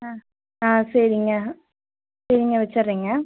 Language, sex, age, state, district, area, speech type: Tamil, female, 18-30, Tamil Nadu, Tiruchirappalli, rural, conversation